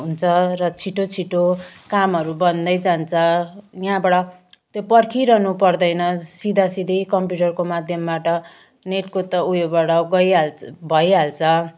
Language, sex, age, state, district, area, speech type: Nepali, female, 30-45, West Bengal, Jalpaiguri, rural, spontaneous